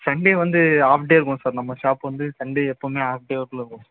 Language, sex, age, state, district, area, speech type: Tamil, male, 30-45, Tamil Nadu, Viluppuram, rural, conversation